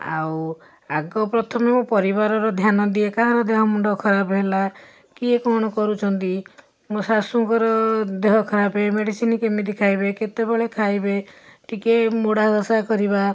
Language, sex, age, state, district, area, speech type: Odia, female, 45-60, Odisha, Puri, urban, spontaneous